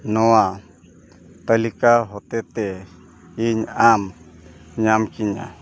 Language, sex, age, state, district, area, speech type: Santali, male, 45-60, Odisha, Mayurbhanj, rural, read